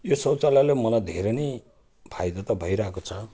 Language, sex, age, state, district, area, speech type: Nepali, male, 45-60, West Bengal, Jalpaiguri, rural, spontaneous